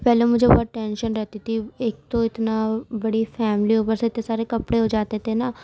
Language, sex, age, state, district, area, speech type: Urdu, female, 18-30, Uttar Pradesh, Gautam Buddha Nagar, rural, spontaneous